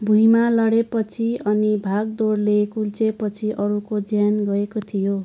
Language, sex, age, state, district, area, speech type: Nepali, female, 18-30, West Bengal, Kalimpong, rural, read